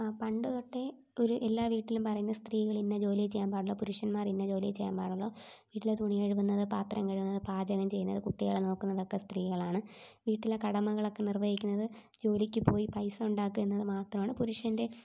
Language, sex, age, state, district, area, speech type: Malayalam, female, 18-30, Kerala, Thiruvananthapuram, rural, spontaneous